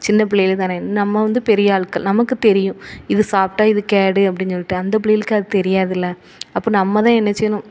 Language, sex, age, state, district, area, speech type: Tamil, female, 30-45, Tamil Nadu, Thoothukudi, urban, spontaneous